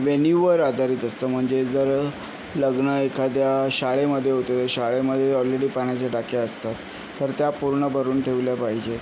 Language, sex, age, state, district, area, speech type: Marathi, male, 30-45, Maharashtra, Yavatmal, urban, spontaneous